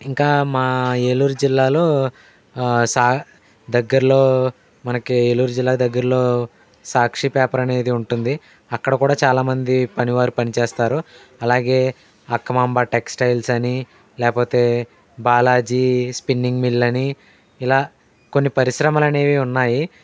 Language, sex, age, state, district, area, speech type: Telugu, male, 18-30, Andhra Pradesh, Eluru, rural, spontaneous